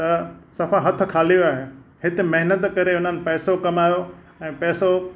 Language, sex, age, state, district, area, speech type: Sindhi, male, 60+, Maharashtra, Thane, urban, spontaneous